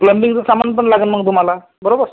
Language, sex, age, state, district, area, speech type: Marathi, male, 30-45, Maharashtra, Buldhana, rural, conversation